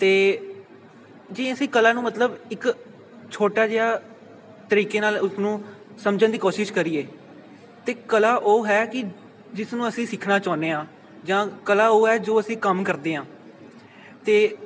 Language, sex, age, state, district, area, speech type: Punjabi, male, 18-30, Punjab, Pathankot, rural, spontaneous